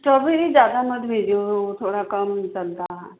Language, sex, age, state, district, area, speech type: Hindi, female, 30-45, Madhya Pradesh, Seoni, urban, conversation